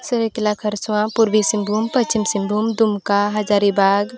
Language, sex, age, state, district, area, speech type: Santali, female, 18-30, Jharkhand, Seraikela Kharsawan, rural, spontaneous